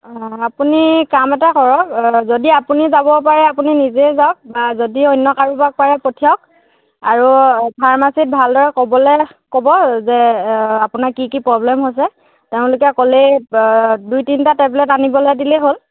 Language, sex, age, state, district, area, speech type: Assamese, female, 45-60, Assam, Dhemaji, rural, conversation